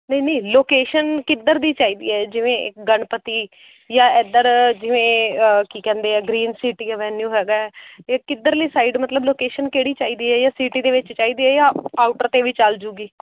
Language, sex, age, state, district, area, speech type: Punjabi, female, 30-45, Punjab, Bathinda, urban, conversation